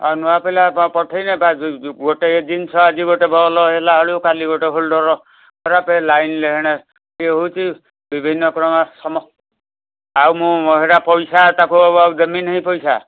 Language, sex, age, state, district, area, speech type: Odia, male, 60+, Odisha, Kendujhar, urban, conversation